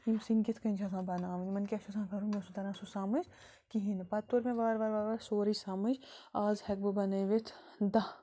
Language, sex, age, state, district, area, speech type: Kashmiri, female, 30-45, Jammu and Kashmir, Bandipora, rural, spontaneous